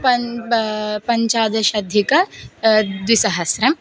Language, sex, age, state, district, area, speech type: Sanskrit, female, 18-30, Kerala, Thiruvananthapuram, urban, spontaneous